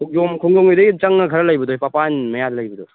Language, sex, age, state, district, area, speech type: Manipuri, male, 18-30, Manipur, Thoubal, rural, conversation